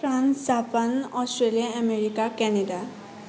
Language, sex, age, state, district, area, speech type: Nepali, female, 18-30, West Bengal, Darjeeling, rural, spontaneous